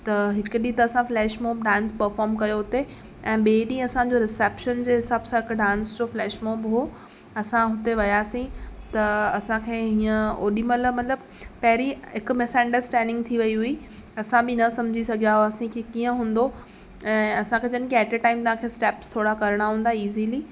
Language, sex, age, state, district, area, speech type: Sindhi, female, 18-30, Gujarat, Kutch, rural, spontaneous